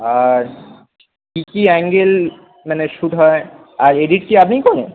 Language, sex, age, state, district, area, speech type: Bengali, male, 18-30, West Bengal, Kolkata, urban, conversation